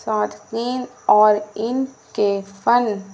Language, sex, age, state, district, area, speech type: Urdu, female, 18-30, Bihar, Gaya, urban, spontaneous